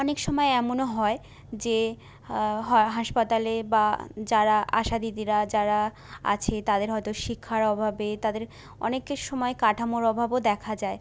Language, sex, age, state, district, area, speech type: Bengali, female, 30-45, West Bengal, Jhargram, rural, spontaneous